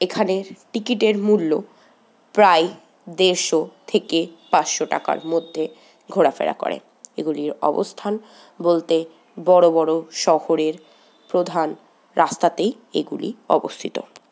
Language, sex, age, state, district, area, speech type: Bengali, female, 18-30, West Bengal, Paschim Bardhaman, urban, spontaneous